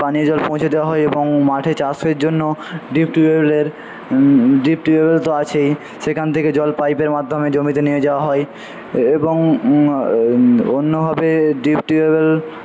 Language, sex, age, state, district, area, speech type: Bengali, male, 45-60, West Bengal, Paschim Medinipur, rural, spontaneous